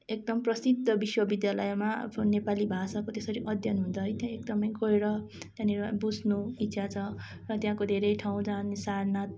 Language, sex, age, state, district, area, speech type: Nepali, female, 18-30, West Bengal, Darjeeling, rural, spontaneous